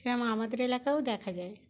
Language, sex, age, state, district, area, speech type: Bengali, female, 60+, West Bengal, Uttar Dinajpur, urban, spontaneous